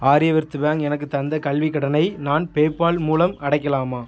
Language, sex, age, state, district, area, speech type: Tamil, male, 18-30, Tamil Nadu, Thoothukudi, rural, read